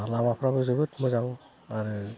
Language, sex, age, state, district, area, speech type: Bodo, male, 45-60, Assam, Udalguri, rural, spontaneous